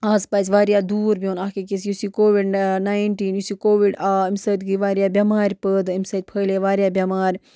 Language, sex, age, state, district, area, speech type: Kashmiri, female, 18-30, Jammu and Kashmir, Budgam, rural, spontaneous